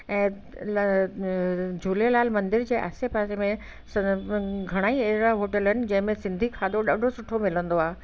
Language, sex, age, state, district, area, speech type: Sindhi, female, 60+, Delhi, South Delhi, urban, spontaneous